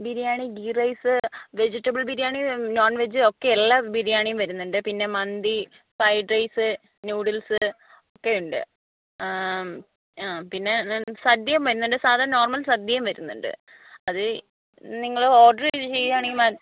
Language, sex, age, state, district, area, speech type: Malayalam, female, 45-60, Kerala, Kozhikode, urban, conversation